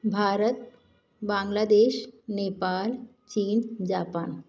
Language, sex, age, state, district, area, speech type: Hindi, female, 45-60, Madhya Pradesh, Jabalpur, urban, spontaneous